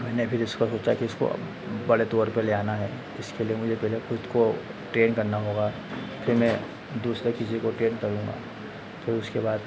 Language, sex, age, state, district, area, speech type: Hindi, male, 30-45, Madhya Pradesh, Harda, urban, spontaneous